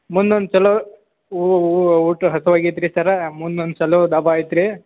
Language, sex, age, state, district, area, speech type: Kannada, male, 45-60, Karnataka, Belgaum, rural, conversation